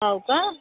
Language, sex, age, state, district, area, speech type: Marathi, female, 60+, Maharashtra, Yavatmal, rural, conversation